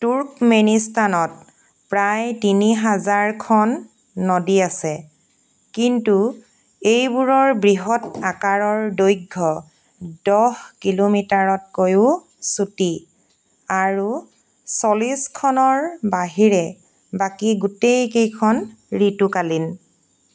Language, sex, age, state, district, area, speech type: Assamese, female, 30-45, Assam, Golaghat, urban, read